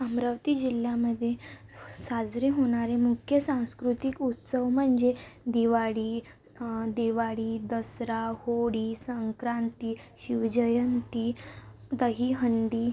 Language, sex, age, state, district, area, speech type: Marathi, female, 18-30, Maharashtra, Amravati, rural, spontaneous